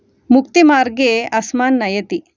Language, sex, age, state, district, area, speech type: Sanskrit, female, 30-45, Karnataka, Shimoga, rural, spontaneous